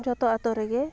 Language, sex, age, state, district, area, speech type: Santali, female, 30-45, West Bengal, Purulia, rural, spontaneous